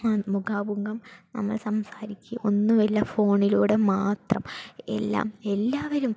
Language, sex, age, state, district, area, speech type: Malayalam, female, 18-30, Kerala, Palakkad, rural, spontaneous